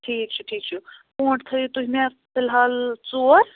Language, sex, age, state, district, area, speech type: Kashmiri, female, 60+, Jammu and Kashmir, Ganderbal, rural, conversation